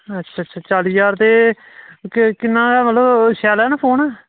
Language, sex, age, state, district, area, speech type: Dogri, male, 18-30, Jammu and Kashmir, Kathua, rural, conversation